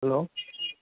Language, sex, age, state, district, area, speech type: Sindhi, male, 60+, Delhi, South Delhi, urban, conversation